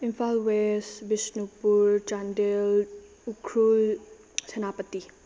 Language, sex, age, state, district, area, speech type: Manipuri, female, 18-30, Manipur, Bishnupur, rural, spontaneous